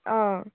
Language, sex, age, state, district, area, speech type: Dogri, female, 18-30, Jammu and Kashmir, Udhampur, rural, conversation